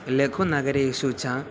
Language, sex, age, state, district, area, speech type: Sanskrit, male, 18-30, Kerala, Thiruvananthapuram, urban, spontaneous